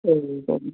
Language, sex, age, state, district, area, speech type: Marathi, female, 45-60, Maharashtra, Pune, urban, conversation